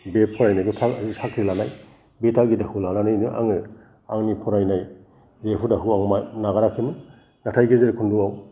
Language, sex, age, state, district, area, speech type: Bodo, male, 60+, Assam, Kokrajhar, rural, spontaneous